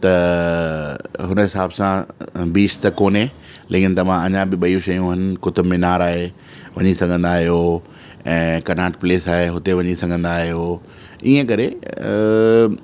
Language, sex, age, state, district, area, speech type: Sindhi, male, 30-45, Delhi, South Delhi, urban, spontaneous